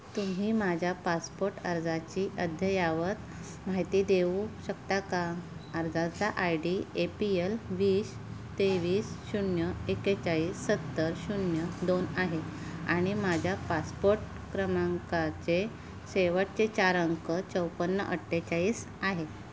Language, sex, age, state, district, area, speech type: Marathi, female, 30-45, Maharashtra, Ratnagiri, rural, read